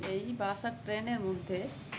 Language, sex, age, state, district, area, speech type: Bengali, female, 45-60, West Bengal, Uttar Dinajpur, urban, spontaneous